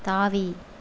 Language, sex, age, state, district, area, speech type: Tamil, female, 30-45, Tamil Nadu, Coimbatore, rural, read